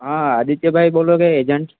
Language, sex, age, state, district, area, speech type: Gujarati, male, 18-30, Gujarat, Valsad, rural, conversation